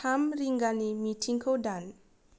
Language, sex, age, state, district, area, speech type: Bodo, female, 30-45, Assam, Kokrajhar, rural, read